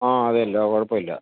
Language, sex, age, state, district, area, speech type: Malayalam, male, 45-60, Kerala, Idukki, rural, conversation